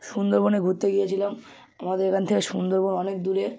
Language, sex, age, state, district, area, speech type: Bengali, male, 18-30, West Bengal, Hooghly, urban, spontaneous